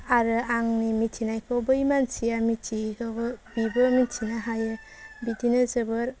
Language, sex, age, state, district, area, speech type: Bodo, female, 30-45, Assam, Baksa, rural, spontaneous